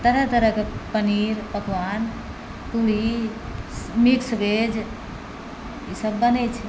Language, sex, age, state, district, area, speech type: Maithili, female, 45-60, Bihar, Purnia, urban, spontaneous